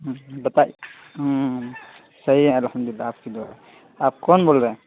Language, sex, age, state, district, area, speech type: Urdu, male, 18-30, Bihar, Purnia, rural, conversation